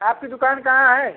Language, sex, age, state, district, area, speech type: Hindi, male, 45-60, Uttar Pradesh, Ayodhya, rural, conversation